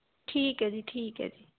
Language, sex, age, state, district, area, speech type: Punjabi, female, 18-30, Punjab, Shaheed Bhagat Singh Nagar, rural, conversation